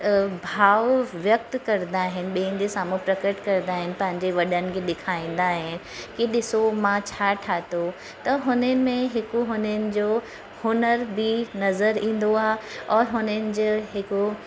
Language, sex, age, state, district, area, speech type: Sindhi, female, 30-45, Uttar Pradesh, Lucknow, rural, spontaneous